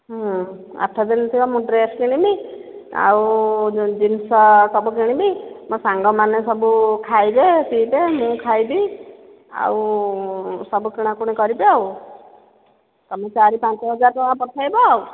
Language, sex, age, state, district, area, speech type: Odia, female, 45-60, Odisha, Dhenkanal, rural, conversation